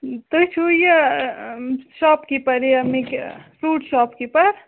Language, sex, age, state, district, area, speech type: Kashmiri, female, 30-45, Jammu and Kashmir, Budgam, rural, conversation